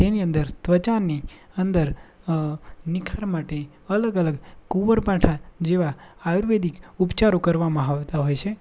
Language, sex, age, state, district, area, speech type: Gujarati, male, 18-30, Gujarat, Anand, rural, spontaneous